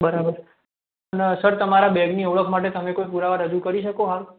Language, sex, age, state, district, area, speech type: Gujarati, male, 45-60, Gujarat, Mehsana, rural, conversation